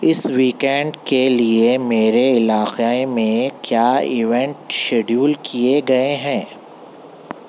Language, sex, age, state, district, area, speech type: Urdu, male, 18-30, Telangana, Hyderabad, urban, read